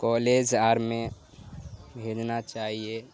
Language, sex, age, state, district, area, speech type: Urdu, male, 18-30, Bihar, Supaul, rural, spontaneous